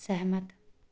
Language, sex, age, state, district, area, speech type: Punjabi, female, 18-30, Punjab, Tarn Taran, rural, read